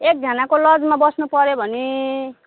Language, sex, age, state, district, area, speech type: Nepali, female, 30-45, West Bengal, Alipurduar, urban, conversation